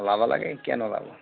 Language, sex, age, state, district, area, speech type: Assamese, male, 60+, Assam, Darrang, rural, conversation